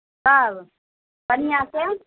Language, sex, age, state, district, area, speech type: Maithili, female, 30-45, Bihar, Muzaffarpur, rural, conversation